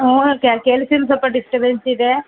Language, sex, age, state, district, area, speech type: Kannada, female, 30-45, Karnataka, Chamarajanagar, rural, conversation